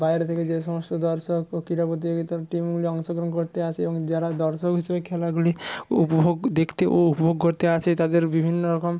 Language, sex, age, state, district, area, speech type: Bengali, male, 60+, West Bengal, Jhargram, rural, spontaneous